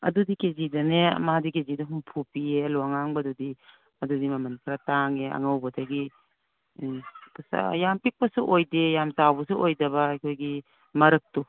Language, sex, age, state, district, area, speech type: Manipuri, female, 60+, Manipur, Imphal East, rural, conversation